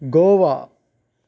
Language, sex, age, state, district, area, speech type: Malayalam, male, 18-30, Kerala, Thiruvananthapuram, rural, spontaneous